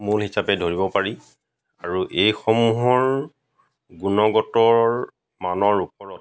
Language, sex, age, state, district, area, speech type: Assamese, male, 45-60, Assam, Golaghat, rural, spontaneous